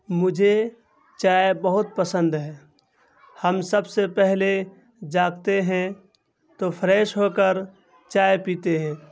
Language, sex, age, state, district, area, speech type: Urdu, male, 18-30, Bihar, Purnia, rural, spontaneous